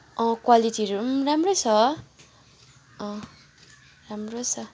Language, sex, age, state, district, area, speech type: Nepali, female, 18-30, West Bengal, Kalimpong, rural, spontaneous